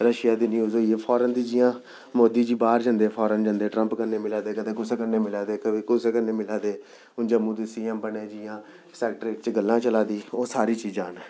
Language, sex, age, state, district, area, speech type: Dogri, male, 30-45, Jammu and Kashmir, Jammu, urban, spontaneous